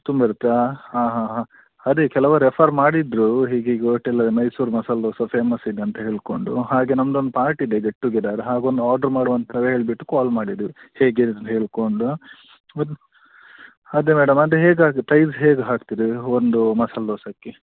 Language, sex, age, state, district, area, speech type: Kannada, male, 18-30, Karnataka, Udupi, rural, conversation